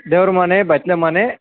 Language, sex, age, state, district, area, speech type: Kannada, male, 18-30, Karnataka, Mandya, urban, conversation